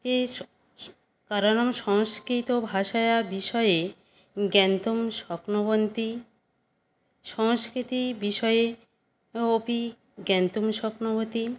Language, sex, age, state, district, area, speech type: Sanskrit, female, 18-30, West Bengal, South 24 Parganas, rural, spontaneous